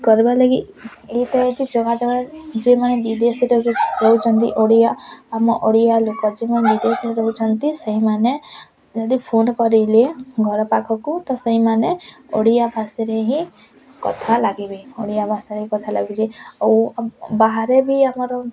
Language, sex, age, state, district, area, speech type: Odia, female, 18-30, Odisha, Bargarh, rural, spontaneous